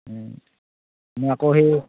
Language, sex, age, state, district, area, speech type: Assamese, male, 30-45, Assam, Charaideo, rural, conversation